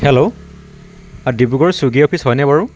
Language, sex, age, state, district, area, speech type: Assamese, male, 30-45, Assam, Dibrugarh, rural, spontaneous